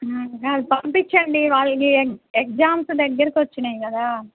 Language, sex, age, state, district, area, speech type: Telugu, female, 60+, Andhra Pradesh, N T Rama Rao, urban, conversation